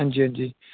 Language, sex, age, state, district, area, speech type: Dogri, male, 18-30, Jammu and Kashmir, Jammu, rural, conversation